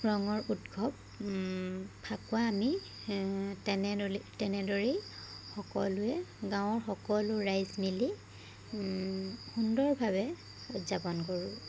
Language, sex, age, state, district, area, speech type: Assamese, female, 18-30, Assam, Jorhat, urban, spontaneous